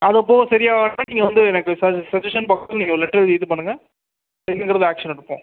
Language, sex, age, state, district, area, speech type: Tamil, male, 18-30, Tamil Nadu, Sivaganga, rural, conversation